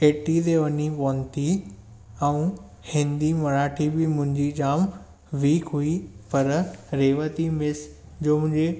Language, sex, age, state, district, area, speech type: Sindhi, male, 18-30, Maharashtra, Thane, urban, spontaneous